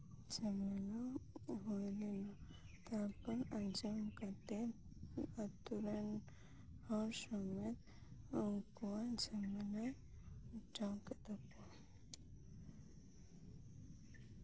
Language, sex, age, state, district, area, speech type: Santali, female, 18-30, West Bengal, Birbhum, rural, spontaneous